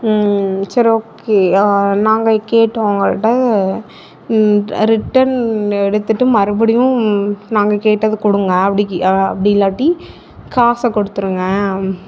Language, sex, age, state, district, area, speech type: Tamil, female, 30-45, Tamil Nadu, Mayiladuthurai, urban, spontaneous